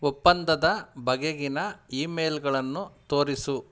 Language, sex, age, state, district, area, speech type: Kannada, male, 30-45, Karnataka, Kolar, urban, read